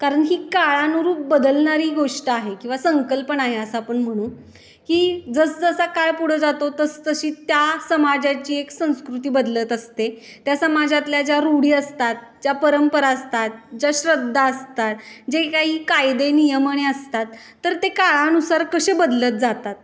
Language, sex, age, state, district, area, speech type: Marathi, female, 18-30, Maharashtra, Satara, urban, spontaneous